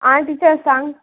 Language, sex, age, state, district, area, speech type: Goan Konkani, female, 18-30, Goa, Salcete, rural, conversation